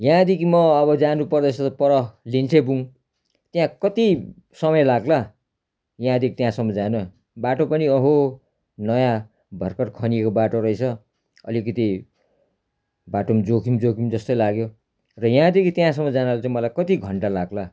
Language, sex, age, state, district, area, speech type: Nepali, male, 60+, West Bengal, Darjeeling, rural, spontaneous